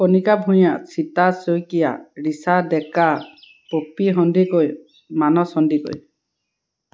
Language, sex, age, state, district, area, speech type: Assamese, female, 30-45, Assam, Dibrugarh, urban, spontaneous